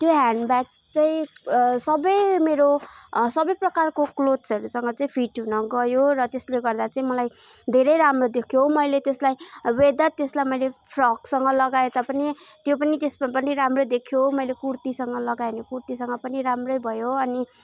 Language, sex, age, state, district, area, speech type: Nepali, female, 18-30, West Bengal, Darjeeling, rural, spontaneous